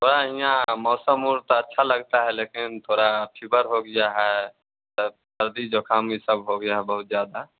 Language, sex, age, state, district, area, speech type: Hindi, male, 18-30, Bihar, Vaishali, rural, conversation